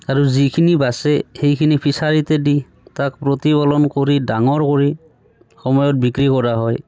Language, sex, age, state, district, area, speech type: Assamese, male, 30-45, Assam, Barpeta, rural, spontaneous